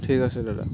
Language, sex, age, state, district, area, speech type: Assamese, male, 30-45, Assam, Charaideo, rural, spontaneous